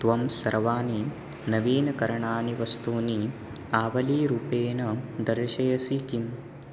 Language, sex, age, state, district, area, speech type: Sanskrit, male, 18-30, Maharashtra, Nashik, rural, read